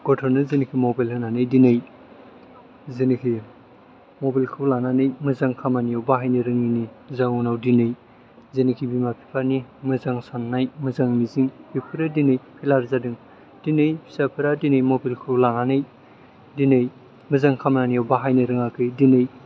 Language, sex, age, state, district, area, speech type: Bodo, male, 18-30, Assam, Chirang, urban, spontaneous